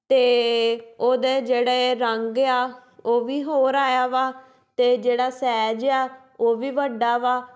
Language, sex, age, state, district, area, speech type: Punjabi, female, 18-30, Punjab, Tarn Taran, rural, spontaneous